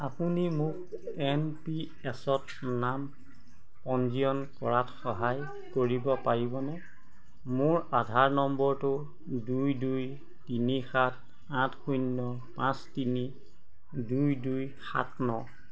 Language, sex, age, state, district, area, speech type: Assamese, male, 45-60, Assam, Golaghat, urban, read